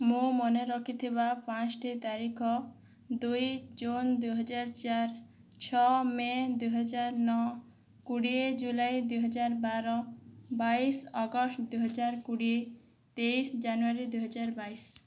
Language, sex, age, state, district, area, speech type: Odia, female, 18-30, Odisha, Boudh, rural, spontaneous